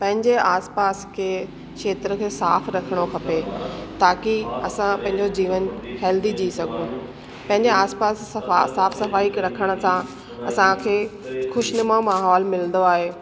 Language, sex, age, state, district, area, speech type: Sindhi, female, 30-45, Delhi, South Delhi, urban, spontaneous